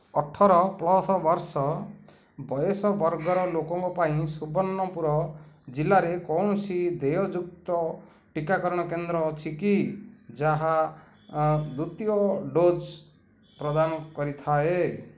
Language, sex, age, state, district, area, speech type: Odia, male, 45-60, Odisha, Ganjam, urban, read